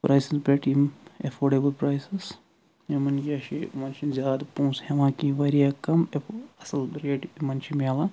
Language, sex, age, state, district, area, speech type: Kashmiri, male, 45-60, Jammu and Kashmir, Budgam, rural, spontaneous